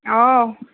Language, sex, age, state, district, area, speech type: Assamese, female, 18-30, Assam, Nalbari, rural, conversation